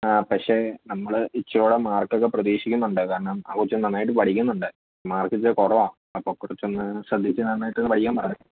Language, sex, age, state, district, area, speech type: Malayalam, male, 18-30, Kerala, Idukki, urban, conversation